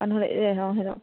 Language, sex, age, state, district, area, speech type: Assamese, female, 18-30, Assam, Charaideo, rural, conversation